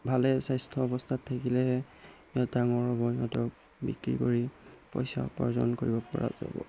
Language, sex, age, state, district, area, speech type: Assamese, male, 18-30, Assam, Golaghat, rural, spontaneous